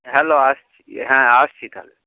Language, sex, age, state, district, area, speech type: Bengali, male, 45-60, West Bengal, Hooghly, rural, conversation